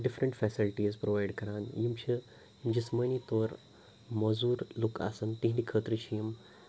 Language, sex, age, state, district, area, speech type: Kashmiri, male, 18-30, Jammu and Kashmir, Ganderbal, rural, spontaneous